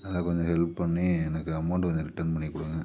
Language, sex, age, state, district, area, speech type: Tamil, male, 30-45, Tamil Nadu, Tiruchirappalli, rural, spontaneous